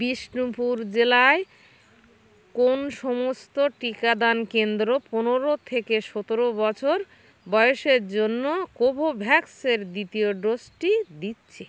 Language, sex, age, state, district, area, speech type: Bengali, female, 60+, West Bengal, North 24 Parganas, rural, read